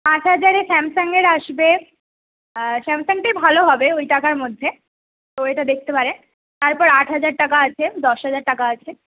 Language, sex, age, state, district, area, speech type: Bengali, female, 18-30, West Bengal, Jhargram, rural, conversation